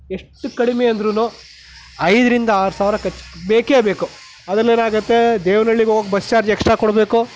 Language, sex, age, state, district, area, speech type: Kannada, male, 30-45, Karnataka, Chikkaballapur, rural, spontaneous